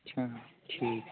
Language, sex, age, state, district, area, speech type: Punjabi, male, 18-30, Punjab, Barnala, rural, conversation